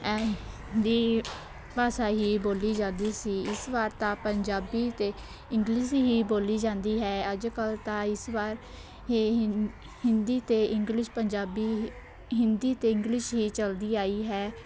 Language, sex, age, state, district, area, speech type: Punjabi, female, 18-30, Punjab, Shaheed Bhagat Singh Nagar, urban, spontaneous